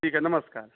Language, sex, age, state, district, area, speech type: Hindi, male, 45-60, Uttar Pradesh, Bhadohi, urban, conversation